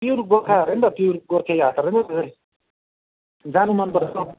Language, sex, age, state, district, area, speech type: Nepali, male, 30-45, West Bengal, Kalimpong, rural, conversation